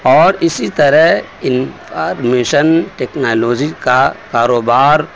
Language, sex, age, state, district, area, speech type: Urdu, male, 30-45, Delhi, Central Delhi, urban, spontaneous